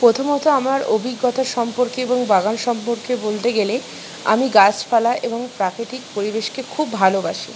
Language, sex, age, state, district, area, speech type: Bengali, female, 45-60, West Bengal, Purba Bardhaman, urban, spontaneous